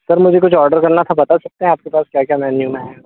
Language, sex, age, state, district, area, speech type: Hindi, male, 60+, Madhya Pradesh, Bhopal, urban, conversation